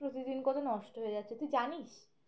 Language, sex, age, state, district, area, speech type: Bengali, female, 18-30, West Bengal, Uttar Dinajpur, urban, spontaneous